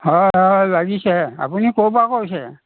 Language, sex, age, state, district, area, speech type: Assamese, male, 60+, Assam, Dhemaji, rural, conversation